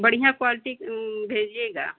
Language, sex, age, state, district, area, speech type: Hindi, female, 60+, Uttar Pradesh, Lucknow, rural, conversation